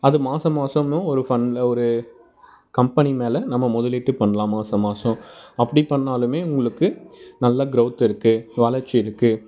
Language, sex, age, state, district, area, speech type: Tamil, male, 18-30, Tamil Nadu, Dharmapuri, rural, spontaneous